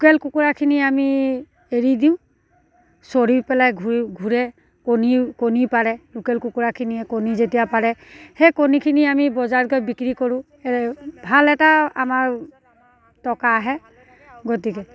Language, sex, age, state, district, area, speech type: Assamese, female, 45-60, Assam, Dibrugarh, urban, spontaneous